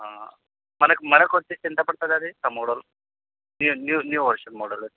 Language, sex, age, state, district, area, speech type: Telugu, male, 30-45, Telangana, Khammam, urban, conversation